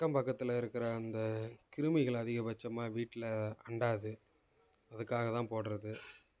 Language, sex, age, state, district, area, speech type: Tamil, male, 18-30, Tamil Nadu, Kallakurichi, rural, spontaneous